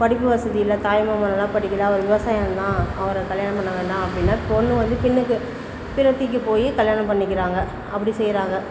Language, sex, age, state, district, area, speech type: Tamil, female, 60+, Tamil Nadu, Perambalur, rural, spontaneous